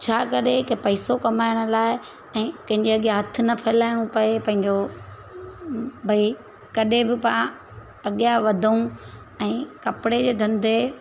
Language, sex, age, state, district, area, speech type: Sindhi, female, 30-45, Gujarat, Surat, urban, spontaneous